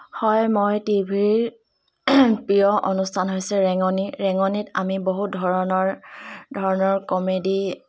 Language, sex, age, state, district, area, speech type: Assamese, female, 18-30, Assam, Dibrugarh, rural, spontaneous